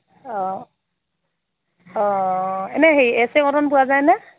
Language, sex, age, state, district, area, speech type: Assamese, female, 30-45, Assam, Morigaon, rural, conversation